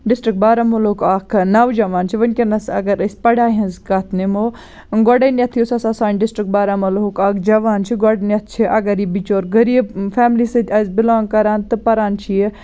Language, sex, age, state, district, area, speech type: Kashmiri, female, 18-30, Jammu and Kashmir, Baramulla, rural, spontaneous